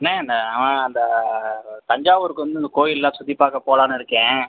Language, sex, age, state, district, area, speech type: Tamil, male, 18-30, Tamil Nadu, Pudukkottai, rural, conversation